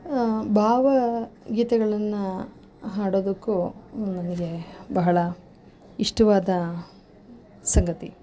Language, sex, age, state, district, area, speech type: Kannada, female, 45-60, Karnataka, Mysore, urban, spontaneous